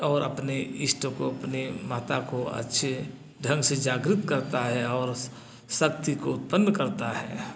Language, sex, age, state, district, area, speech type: Hindi, male, 60+, Uttar Pradesh, Bhadohi, urban, spontaneous